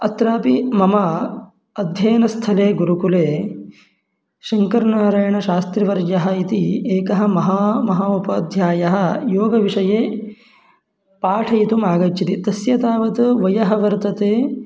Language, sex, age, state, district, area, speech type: Sanskrit, male, 18-30, Karnataka, Mandya, rural, spontaneous